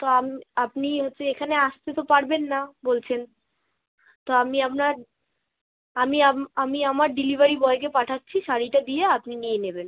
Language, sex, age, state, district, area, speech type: Bengali, female, 18-30, West Bengal, Alipurduar, rural, conversation